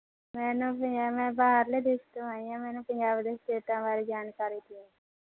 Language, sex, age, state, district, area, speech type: Punjabi, female, 45-60, Punjab, Mohali, rural, conversation